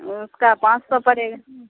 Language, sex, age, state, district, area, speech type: Urdu, female, 45-60, Bihar, Supaul, rural, conversation